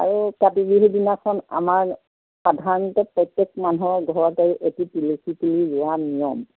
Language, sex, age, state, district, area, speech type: Assamese, female, 60+, Assam, Golaghat, urban, conversation